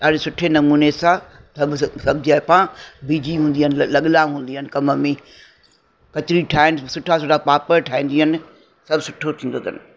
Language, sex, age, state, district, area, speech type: Sindhi, female, 60+, Uttar Pradesh, Lucknow, urban, spontaneous